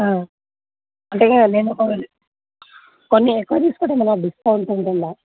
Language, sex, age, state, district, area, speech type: Telugu, male, 18-30, Telangana, Nalgonda, urban, conversation